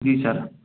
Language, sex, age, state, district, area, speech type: Hindi, male, 18-30, Madhya Pradesh, Gwalior, rural, conversation